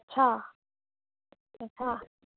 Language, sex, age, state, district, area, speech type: Sindhi, female, 30-45, Gujarat, Kutch, urban, conversation